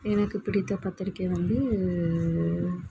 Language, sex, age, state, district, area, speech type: Tamil, male, 18-30, Tamil Nadu, Dharmapuri, rural, spontaneous